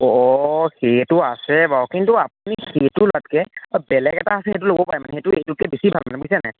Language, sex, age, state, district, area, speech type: Assamese, male, 18-30, Assam, Golaghat, urban, conversation